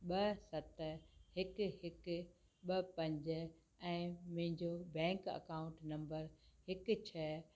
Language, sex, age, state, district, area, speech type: Sindhi, female, 60+, Gujarat, Kutch, urban, read